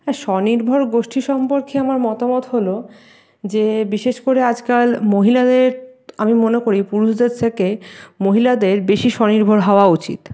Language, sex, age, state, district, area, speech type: Bengali, female, 45-60, West Bengal, Paschim Bardhaman, rural, spontaneous